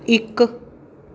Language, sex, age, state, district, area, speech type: Punjabi, female, 30-45, Punjab, Patiala, urban, read